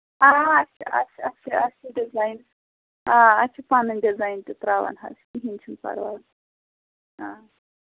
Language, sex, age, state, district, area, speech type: Kashmiri, female, 30-45, Jammu and Kashmir, Pulwama, rural, conversation